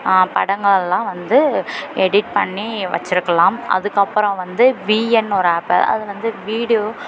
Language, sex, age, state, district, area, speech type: Tamil, female, 18-30, Tamil Nadu, Perambalur, rural, spontaneous